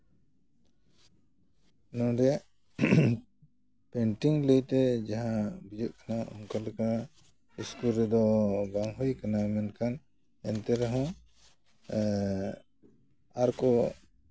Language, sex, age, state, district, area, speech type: Santali, male, 60+, West Bengal, Jhargram, rural, spontaneous